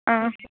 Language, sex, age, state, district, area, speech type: Goan Konkani, female, 18-30, Goa, Tiswadi, rural, conversation